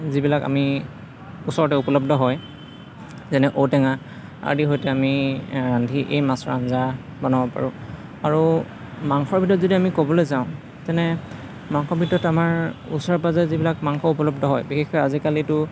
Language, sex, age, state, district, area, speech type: Assamese, male, 30-45, Assam, Morigaon, rural, spontaneous